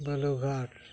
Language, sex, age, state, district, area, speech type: Santali, male, 60+, West Bengal, Dakshin Dinajpur, rural, spontaneous